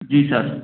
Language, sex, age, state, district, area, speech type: Hindi, male, 18-30, Madhya Pradesh, Gwalior, rural, conversation